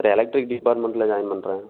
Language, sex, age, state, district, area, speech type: Tamil, male, 18-30, Tamil Nadu, Erode, rural, conversation